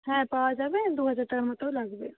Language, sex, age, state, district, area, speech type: Bengali, female, 18-30, West Bengal, Uttar Dinajpur, rural, conversation